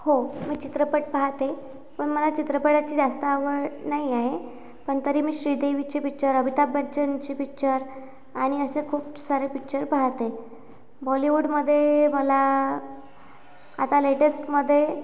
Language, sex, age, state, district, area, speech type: Marathi, female, 18-30, Maharashtra, Amravati, rural, spontaneous